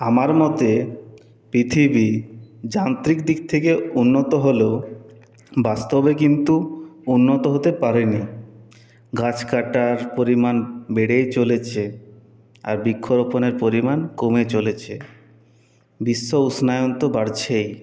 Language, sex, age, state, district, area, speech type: Bengali, male, 18-30, West Bengal, Purulia, urban, spontaneous